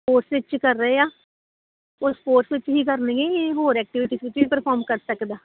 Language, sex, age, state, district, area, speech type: Punjabi, female, 30-45, Punjab, Kapurthala, rural, conversation